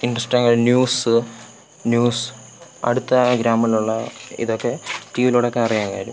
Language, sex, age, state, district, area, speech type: Malayalam, male, 18-30, Kerala, Thiruvananthapuram, rural, spontaneous